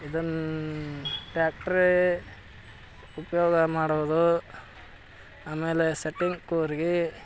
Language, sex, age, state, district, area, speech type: Kannada, male, 45-60, Karnataka, Gadag, rural, spontaneous